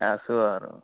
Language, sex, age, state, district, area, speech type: Assamese, male, 18-30, Assam, Barpeta, rural, conversation